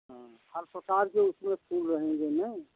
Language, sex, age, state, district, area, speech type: Hindi, male, 60+, Uttar Pradesh, Jaunpur, rural, conversation